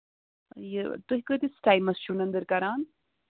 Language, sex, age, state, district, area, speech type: Kashmiri, female, 18-30, Jammu and Kashmir, Budgam, urban, conversation